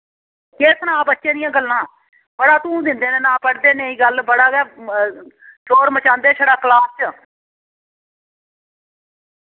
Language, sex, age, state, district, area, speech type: Dogri, female, 60+, Jammu and Kashmir, Reasi, rural, conversation